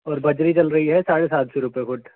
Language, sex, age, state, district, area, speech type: Hindi, male, 30-45, Rajasthan, Jaipur, urban, conversation